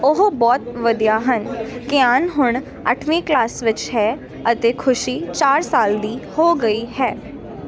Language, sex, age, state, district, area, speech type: Punjabi, female, 18-30, Punjab, Ludhiana, urban, read